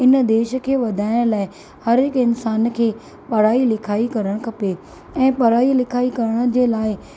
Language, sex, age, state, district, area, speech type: Sindhi, female, 30-45, Maharashtra, Thane, urban, spontaneous